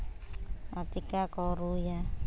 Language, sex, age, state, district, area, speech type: Santali, female, 45-60, Jharkhand, Seraikela Kharsawan, rural, spontaneous